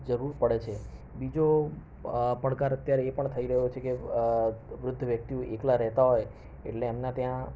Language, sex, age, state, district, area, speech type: Gujarati, male, 45-60, Gujarat, Ahmedabad, urban, spontaneous